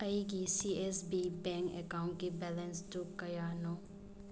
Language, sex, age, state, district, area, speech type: Manipuri, female, 18-30, Manipur, Bishnupur, rural, read